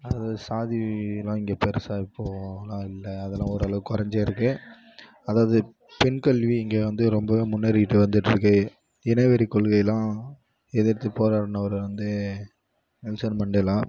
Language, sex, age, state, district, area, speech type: Tamil, male, 18-30, Tamil Nadu, Kallakurichi, rural, spontaneous